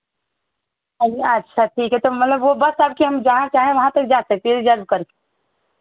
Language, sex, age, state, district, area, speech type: Hindi, female, 30-45, Uttar Pradesh, Chandauli, rural, conversation